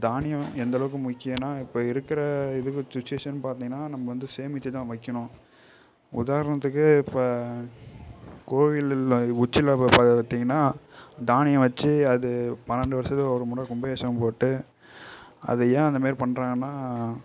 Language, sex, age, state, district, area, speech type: Tamil, male, 18-30, Tamil Nadu, Kallakurichi, urban, spontaneous